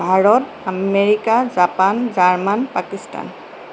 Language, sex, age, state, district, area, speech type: Assamese, female, 45-60, Assam, Jorhat, urban, spontaneous